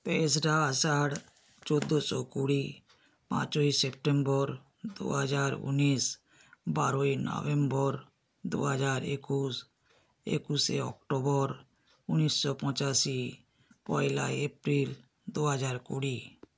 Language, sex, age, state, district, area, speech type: Bengali, female, 60+, West Bengal, South 24 Parganas, rural, spontaneous